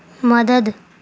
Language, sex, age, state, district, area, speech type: Urdu, female, 18-30, Uttar Pradesh, Gautam Buddha Nagar, urban, read